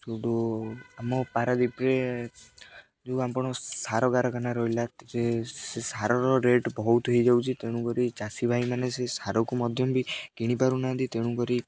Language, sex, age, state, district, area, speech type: Odia, male, 18-30, Odisha, Jagatsinghpur, rural, spontaneous